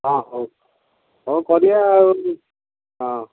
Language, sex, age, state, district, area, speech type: Odia, male, 60+, Odisha, Gajapati, rural, conversation